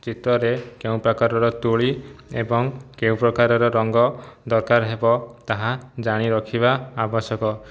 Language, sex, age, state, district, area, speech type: Odia, male, 30-45, Odisha, Jajpur, rural, spontaneous